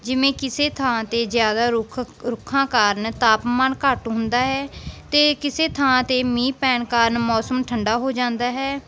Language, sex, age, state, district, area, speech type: Punjabi, female, 18-30, Punjab, Mansa, rural, spontaneous